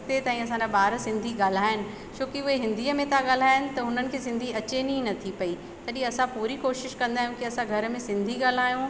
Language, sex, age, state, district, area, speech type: Sindhi, female, 30-45, Madhya Pradesh, Katni, rural, spontaneous